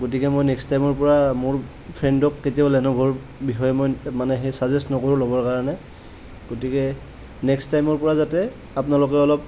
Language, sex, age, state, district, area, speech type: Assamese, male, 30-45, Assam, Nalbari, rural, spontaneous